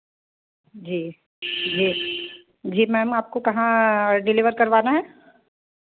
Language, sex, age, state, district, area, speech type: Hindi, female, 30-45, Madhya Pradesh, Betul, urban, conversation